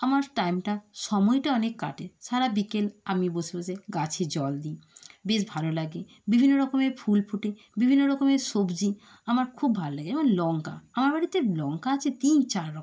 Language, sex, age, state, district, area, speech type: Bengali, female, 60+, West Bengal, Nadia, rural, spontaneous